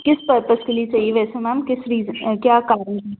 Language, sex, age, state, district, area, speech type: Hindi, female, 18-30, Madhya Pradesh, Jabalpur, urban, conversation